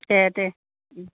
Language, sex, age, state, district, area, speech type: Bodo, female, 60+, Assam, Kokrajhar, rural, conversation